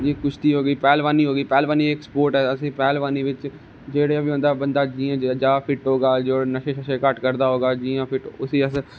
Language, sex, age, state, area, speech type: Dogri, male, 18-30, Jammu and Kashmir, rural, spontaneous